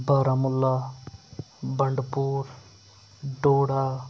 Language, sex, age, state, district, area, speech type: Kashmiri, male, 30-45, Jammu and Kashmir, Srinagar, urban, spontaneous